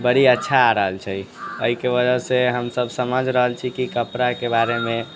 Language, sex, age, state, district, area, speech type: Maithili, male, 18-30, Bihar, Sitamarhi, urban, spontaneous